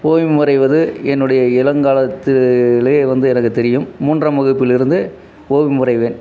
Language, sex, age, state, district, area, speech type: Tamil, male, 45-60, Tamil Nadu, Dharmapuri, rural, spontaneous